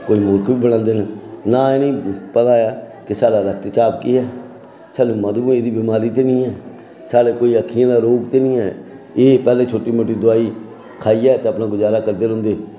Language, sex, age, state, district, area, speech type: Dogri, male, 60+, Jammu and Kashmir, Samba, rural, spontaneous